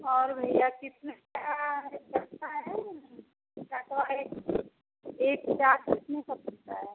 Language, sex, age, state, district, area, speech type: Hindi, female, 30-45, Uttar Pradesh, Azamgarh, rural, conversation